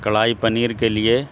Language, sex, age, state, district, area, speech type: Urdu, male, 60+, Uttar Pradesh, Shahjahanpur, rural, spontaneous